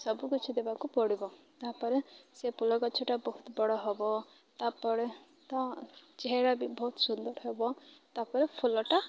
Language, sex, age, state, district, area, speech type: Odia, female, 18-30, Odisha, Malkangiri, urban, spontaneous